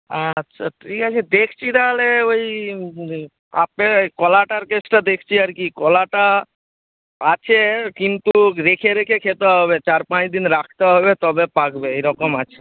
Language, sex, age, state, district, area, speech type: Bengali, male, 60+, West Bengal, Nadia, rural, conversation